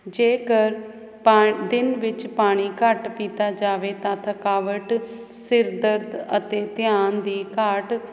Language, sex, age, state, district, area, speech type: Punjabi, female, 30-45, Punjab, Hoshiarpur, urban, spontaneous